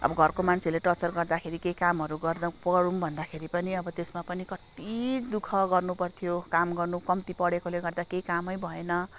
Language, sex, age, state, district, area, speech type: Nepali, female, 45-60, West Bengal, Kalimpong, rural, spontaneous